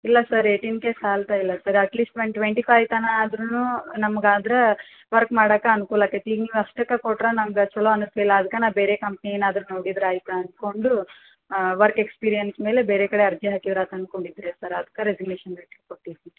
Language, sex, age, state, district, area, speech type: Kannada, female, 18-30, Karnataka, Dharwad, rural, conversation